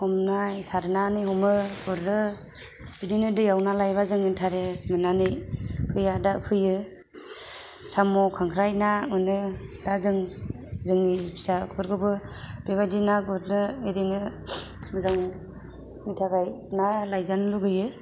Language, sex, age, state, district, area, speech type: Bodo, female, 18-30, Assam, Kokrajhar, rural, spontaneous